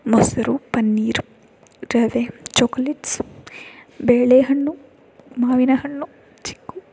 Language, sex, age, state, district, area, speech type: Kannada, female, 18-30, Karnataka, Tumkur, rural, spontaneous